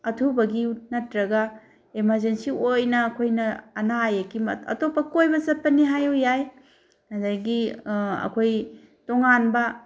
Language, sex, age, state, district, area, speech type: Manipuri, female, 45-60, Manipur, Bishnupur, rural, spontaneous